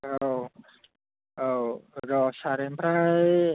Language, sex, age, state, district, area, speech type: Bodo, male, 18-30, Assam, Kokrajhar, rural, conversation